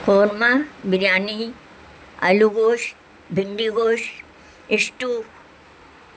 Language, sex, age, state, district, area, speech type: Urdu, female, 60+, Delhi, North East Delhi, urban, spontaneous